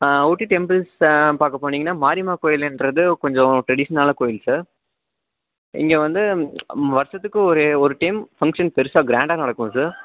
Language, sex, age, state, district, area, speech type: Tamil, male, 18-30, Tamil Nadu, Nilgiris, urban, conversation